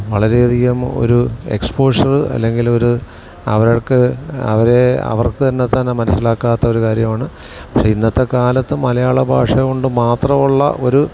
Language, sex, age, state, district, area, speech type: Malayalam, male, 60+, Kerala, Alappuzha, rural, spontaneous